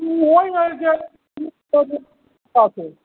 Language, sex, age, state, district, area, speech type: Bengali, male, 45-60, West Bengal, Hooghly, rural, conversation